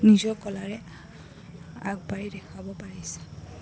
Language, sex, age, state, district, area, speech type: Assamese, female, 18-30, Assam, Goalpara, urban, spontaneous